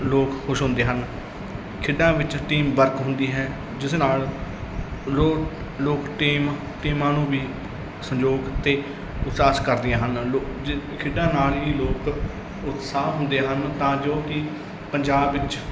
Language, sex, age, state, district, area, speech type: Punjabi, male, 30-45, Punjab, Mansa, urban, spontaneous